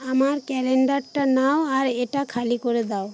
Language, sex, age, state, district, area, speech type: Bengali, female, 30-45, West Bengal, Paschim Medinipur, rural, read